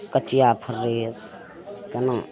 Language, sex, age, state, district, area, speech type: Maithili, female, 60+, Bihar, Madhepura, urban, spontaneous